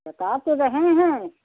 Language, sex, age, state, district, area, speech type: Hindi, female, 60+, Uttar Pradesh, Hardoi, rural, conversation